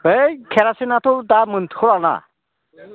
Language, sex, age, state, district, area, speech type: Bodo, male, 60+, Assam, Udalguri, rural, conversation